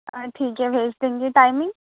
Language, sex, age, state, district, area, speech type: Urdu, female, 30-45, Uttar Pradesh, Aligarh, rural, conversation